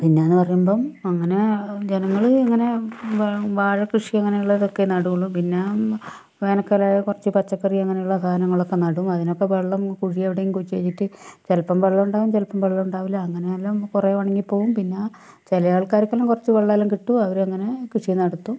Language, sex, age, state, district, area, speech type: Malayalam, female, 45-60, Kerala, Wayanad, rural, spontaneous